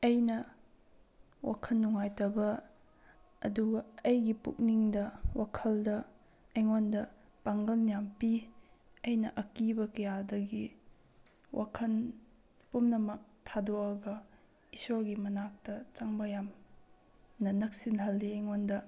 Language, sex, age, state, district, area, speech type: Manipuri, female, 30-45, Manipur, Tengnoupal, rural, spontaneous